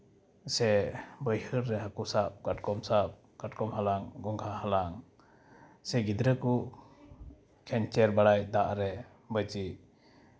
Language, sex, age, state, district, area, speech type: Santali, male, 30-45, West Bengal, Uttar Dinajpur, rural, spontaneous